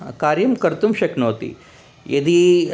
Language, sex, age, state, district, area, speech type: Sanskrit, male, 45-60, Telangana, Ranga Reddy, urban, spontaneous